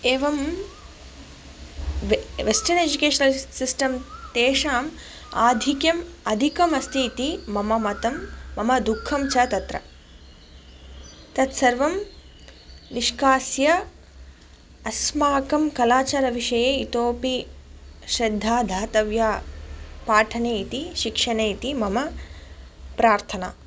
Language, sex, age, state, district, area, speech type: Sanskrit, female, 18-30, Tamil Nadu, Madurai, urban, spontaneous